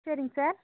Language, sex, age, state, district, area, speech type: Tamil, female, 18-30, Tamil Nadu, Coimbatore, rural, conversation